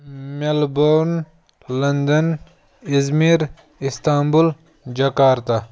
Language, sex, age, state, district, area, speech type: Kashmiri, male, 18-30, Jammu and Kashmir, Pulwama, rural, spontaneous